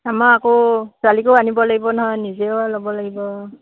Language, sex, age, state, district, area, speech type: Assamese, female, 18-30, Assam, Dhemaji, urban, conversation